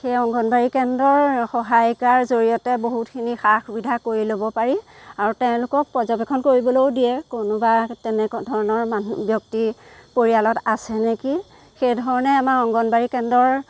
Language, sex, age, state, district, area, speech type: Assamese, female, 30-45, Assam, Golaghat, rural, spontaneous